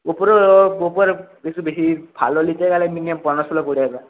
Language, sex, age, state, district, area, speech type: Bengali, male, 18-30, West Bengal, Paschim Medinipur, rural, conversation